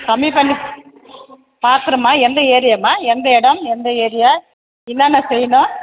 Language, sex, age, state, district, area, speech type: Tamil, female, 45-60, Tamil Nadu, Tiruvannamalai, urban, conversation